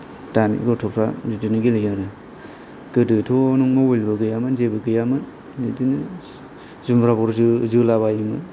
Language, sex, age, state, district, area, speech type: Bodo, male, 30-45, Assam, Kokrajhar, rural, spontaneous